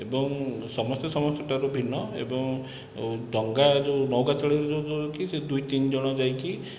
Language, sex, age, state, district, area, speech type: Odia, male, 30-45, Odisha, Khordha, rural, spontaneous